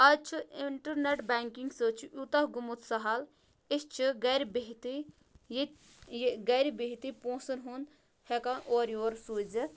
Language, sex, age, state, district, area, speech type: Kashmiri, female, 18-30, Jammu and Kashmir, Bandipora, rural, spontaneous